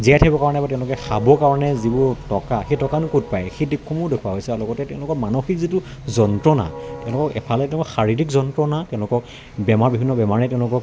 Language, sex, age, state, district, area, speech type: Assamese, male, 30-45, Assam, Dibrugarh, rural, spontaneous